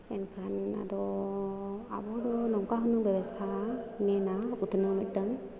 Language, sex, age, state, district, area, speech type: Santali, female, 30-45, Jharkhand, Seraikela Kharsawan, rural, spontaneous